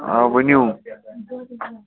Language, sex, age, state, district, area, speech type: Kashmiri, male, 30-45, Jammu and Kashmir, Srinagar, urban, conversation